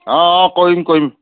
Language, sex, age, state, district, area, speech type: Assamese, male, 30-45, Assam, Sivasagar, rural, conversation